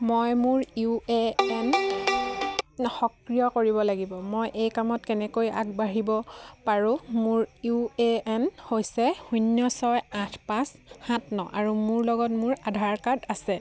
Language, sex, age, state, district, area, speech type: Assamese, female, 18-30, Assam, Sivasagar, rural, read